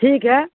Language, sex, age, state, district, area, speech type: Urdu, female, 60+, Bihar, Supaul, rural, conversation